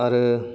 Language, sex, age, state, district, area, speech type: Bodo, male, 30-45, Assam, Kokrajhar, rural, spontaneous